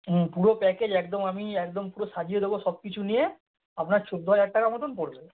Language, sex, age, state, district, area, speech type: Bengali, male, 18-30, West Bengal, South 24 Parganas, rural, conversation